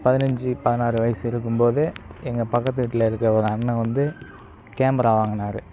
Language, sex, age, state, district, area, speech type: Tamil, male, 18-30, Tamil Nadu, Kallakurichi, rural, spontaneous